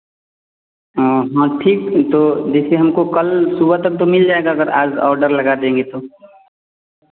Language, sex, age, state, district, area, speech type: Hindi, male, 18-30, Bihar, Vaishali, rural, conversation